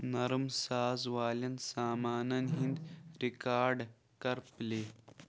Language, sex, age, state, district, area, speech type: Kashmiri, male, 18-30, Jammu and Kashmir, Pulwama, rural, read